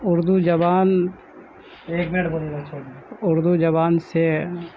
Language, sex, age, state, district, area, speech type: Urdu, male, 30-45, Uttar Pradesh, Gautam Buddha Nagar, urban, spontaneous